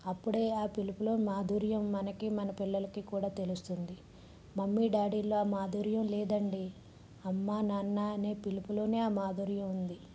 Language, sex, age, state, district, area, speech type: Telugu, female, 30-45, Andhra Pradesh, Vizianagaram, urban, spontaneous